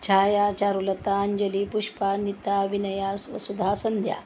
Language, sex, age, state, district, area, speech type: Marathi, female, 60+, Maharashtra, Osmanabad, rural, spontaneous